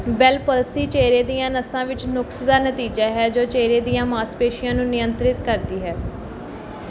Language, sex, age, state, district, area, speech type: Punjabi, female, 18-30, Punjab, Mohali, urban, read